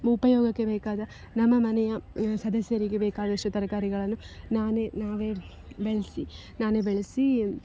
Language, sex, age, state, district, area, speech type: Kannada, female, 18-30, Karnataka, Dakshina Kannada, rural, spontaneous